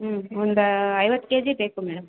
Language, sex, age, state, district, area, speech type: Kannada, female, 18-30, Karnataka, Kolar, rural, conversation